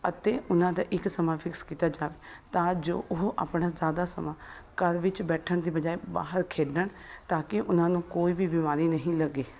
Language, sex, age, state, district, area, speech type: Punjabi, female, 30-45, Punjab, Shaheed Bhagat Singh Nagar, urban, spontaneous